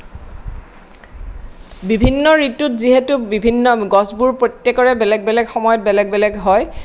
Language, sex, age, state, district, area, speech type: Assamese, female, 60+, Assam, Kamrup Metropolitan, urban, spontaneous